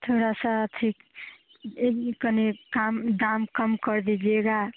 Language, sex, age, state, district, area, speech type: Hindi, female, 18-30, Bihar, Muzaffarpur, rural, conversation